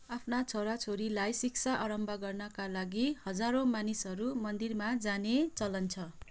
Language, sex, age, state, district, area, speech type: Nepali, female, 30-45, West Bengal, Kalimpong, rural, read